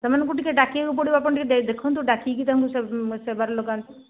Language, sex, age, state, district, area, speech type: Odia, other, 60+, Odisha, Jajpur, rural, conversation